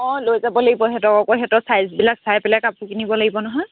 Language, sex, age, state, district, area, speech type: Assamese, female, 30-45, Assam, Charaideo, rural, conversation